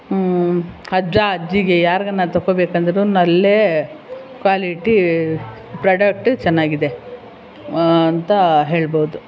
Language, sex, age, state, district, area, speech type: Kannada, female, 60+, Karnataka, Bangalore Urban, urban, spontaneous